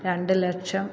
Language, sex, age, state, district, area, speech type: Malayalam, female, 45-60, Kerala, Alappuzha, rural, spontaneous